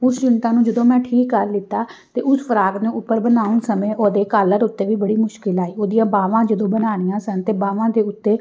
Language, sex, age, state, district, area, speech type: Punjabi, female, 45-60, Punjab, Amritsar, urban, spontaneous